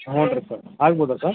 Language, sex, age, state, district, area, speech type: Kannada, male, 30-45, Karnataka, Koppal, rural, conversation